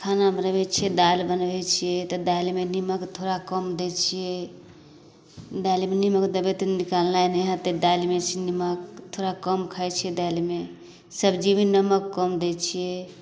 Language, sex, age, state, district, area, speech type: Maithili, female, 30-45, Bihar, Samastipur, rural, spontaneous